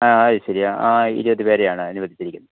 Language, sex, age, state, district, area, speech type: Malayalam, male, 60+, Kerala, Kottayam, urban, conversation